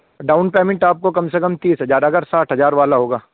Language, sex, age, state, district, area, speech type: Urdu, male, 18-30, Uttar Pradesh, Saharanpur, urban, conversation